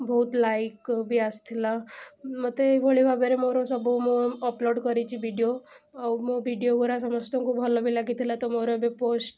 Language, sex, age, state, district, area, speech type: Odia, female, 18-30, Odisha, Cuttack, urban, spontaneous